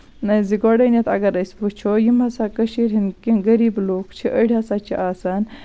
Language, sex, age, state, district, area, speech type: Kashmiri, female, 30-45, Jammu and Kashmir, Baramulla, rural, spontaneous